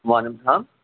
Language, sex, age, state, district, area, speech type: Urdu, male, 45-60, Telangana, Hyderabad, urban, conversation